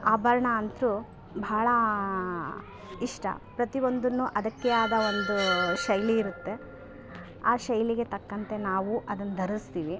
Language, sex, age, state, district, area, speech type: Kannada, female, 30-45, Karnataka, Vijayanagara, rural, spontaneous